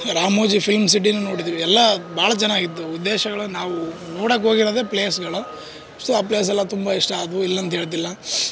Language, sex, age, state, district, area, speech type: Kannada, male, 18-30, Karnataka, Bellary, rural, spontaneous